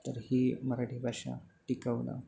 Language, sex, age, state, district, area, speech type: Marathi, male, 18-30, Maharashtra, Sindhudurg, rural, spontaneous